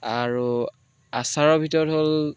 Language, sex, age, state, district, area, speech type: Assamese, male, 18-30, Assam, Biswanath, rural, spontaneous